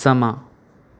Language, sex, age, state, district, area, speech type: Punjabi, male, 18-30, Punjab, Mansa, rural, read